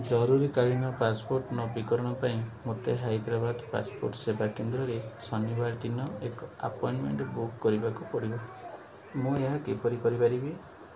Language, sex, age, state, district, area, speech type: Odia, male, 45-60, Odisha, Koraput, urban, read